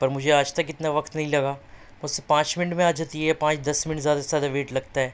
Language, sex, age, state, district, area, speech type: Urdu, male, 30-45, Delhi, Central Delhi, urban, spontaneous